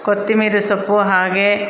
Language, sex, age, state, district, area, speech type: Kannada, female, 45-60, Karnataka, Bangalore Rural, rural, spontaneous